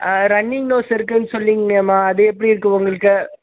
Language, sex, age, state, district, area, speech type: Tamil, male, 30-45, Tamil Nadu, Krishnagiri, rural, conversation